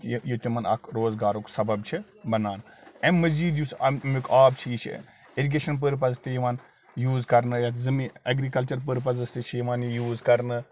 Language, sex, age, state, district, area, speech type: Kashmiri, male, 45-60, Jammu and Kashmir, Bandipora, rural, spontaneous